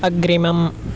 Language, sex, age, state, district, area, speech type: Sanskrit, male, 18-30, Karnataka, Chikkamagaluru, rural, read